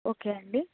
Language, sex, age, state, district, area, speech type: Telugu, female, 18-30, Andhra Pradesh, Annamaya, rural, conversation